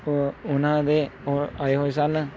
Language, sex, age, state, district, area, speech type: Punjabi, male, 18-30, Punjab, Shaheed Bhagat Singh Nagar, rural, spontaneous